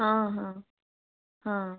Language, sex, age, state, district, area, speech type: Odia, female, 18-30, Odisha, Kandhamal, rural, conversation